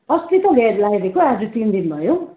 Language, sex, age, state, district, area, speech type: Nepali, female, 60+, West Bengal, Darjeeling, rural, conversation